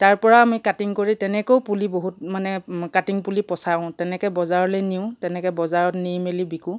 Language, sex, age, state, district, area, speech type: Assamese, female, 45-60, Assam, Charaideo, urban, spontaneous